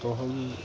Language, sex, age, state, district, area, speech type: Urdu, male, 18-30, Uttar Pradesh, Gautam Buddha Nagar, rural, spontaneous